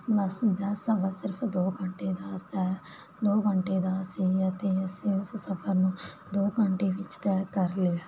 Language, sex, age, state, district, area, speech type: Punjabi, female, 18-30, Punjab, Barnala, rural, spontaneous